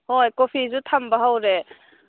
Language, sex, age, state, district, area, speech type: Manipuri, female, 18-30, Manipur, Kangpokpi, urban, conversation